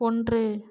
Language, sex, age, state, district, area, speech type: Tamil, female, 18-30, Tamil Nadu, Namakkal, urban, read